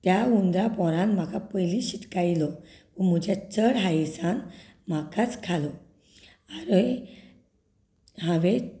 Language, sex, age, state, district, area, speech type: Goan Konkani, female, 30-45, Goa, Canacona, rural, spontaneous